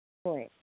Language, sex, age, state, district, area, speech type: Manipuri, female, 60+, Manipur, Imphal East, rural, conversation